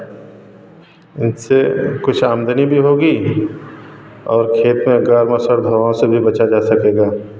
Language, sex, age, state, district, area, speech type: Hindi, male, 45-60, Uttar Pradesh, Varanasi, rural, spontaneous